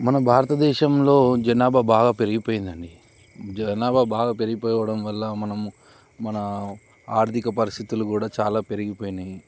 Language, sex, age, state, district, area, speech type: Telugu, male, 30-45, Telangana, Nizamabad, urban, spontaneous